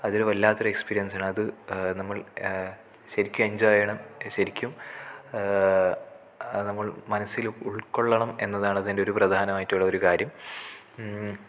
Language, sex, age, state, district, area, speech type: Malayalam, male, 18-30, Kerala, Kasaragod, rural, spontaneous